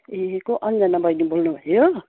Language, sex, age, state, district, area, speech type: Nepali, female, 45-60, West Bengal, Darjeeling, rural, conversation